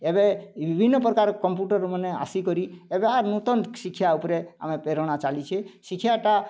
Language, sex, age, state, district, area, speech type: Odia, male, 45-60, Odisha, Kalahandi, rural, spontaneous